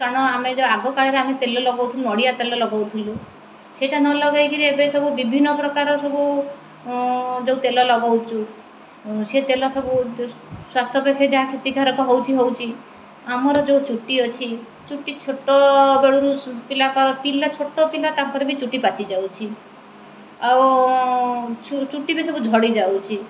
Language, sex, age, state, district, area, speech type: Odia, female, 30-45, Odisha, Kendrapara, urban, spontaneous